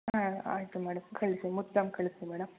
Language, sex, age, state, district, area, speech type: Kannada, female, 30-45, Karnataka, Shimoga, rural, conversation